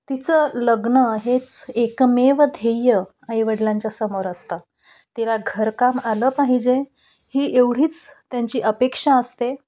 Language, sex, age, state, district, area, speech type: Marathi, female, 30-45, Maharashtra, Nashik, urban, spontaneous